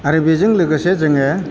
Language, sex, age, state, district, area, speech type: Bodo, male, 60+, Assam, Chirang, rural, spontaneous